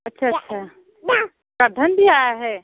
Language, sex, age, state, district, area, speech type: Hindi, female, 30-45, Uttar Pradesh, Bhadohi, urban, conversation